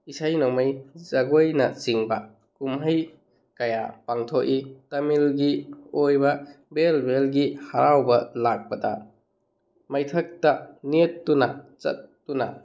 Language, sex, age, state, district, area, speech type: Manipuri, male, 30-45, Manipur, Tengnoupal, rural, spontaneous